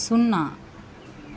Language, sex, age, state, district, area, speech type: Telugu, female, 18-30, Andhra Pradesh, West Godavari, rural, read